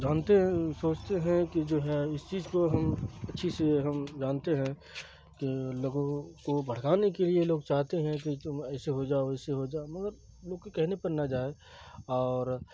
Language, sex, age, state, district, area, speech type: Urdu, male, 45-60, Bihar, Khagaria, rural, spontaneous